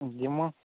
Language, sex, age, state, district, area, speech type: Odia, male, 18-30, Odisha, Nuapada, urban, conversation